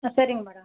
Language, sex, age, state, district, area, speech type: Tamil, female, 45-60, Tamil Nadu, Dharmapuri, urban, conversation